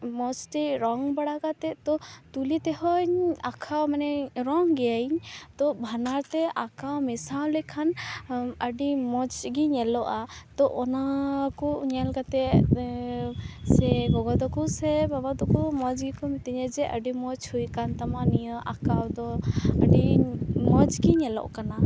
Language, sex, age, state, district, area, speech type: Santali, female, 18-30, West Bengal, Purba Bardhaman, rural, spontaneous